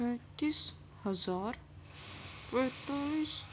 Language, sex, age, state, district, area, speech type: Urdu, female, 18-30, Uttar Pradesh, Gautam Buddha Nagar, urban, spontaneous